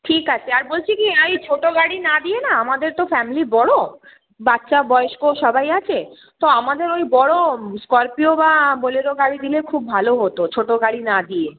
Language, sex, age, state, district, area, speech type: Bengali, female, 30-45, West Bengal, Hooghly, urban, conversation